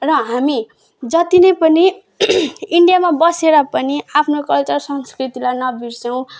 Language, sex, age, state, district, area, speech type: Nepali, female, 18-30, West Bengal, Alipurduar, urban, spontaneous